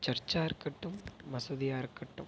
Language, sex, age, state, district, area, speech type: Tamil, male, 18-30, Tamil Nadu, Perambalur, urban, spontaneous